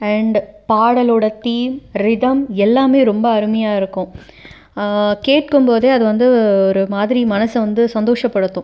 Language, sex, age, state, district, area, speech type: Tamil, female, 30-45, Tamil Nadu, Cuddalore, urban, spontaneous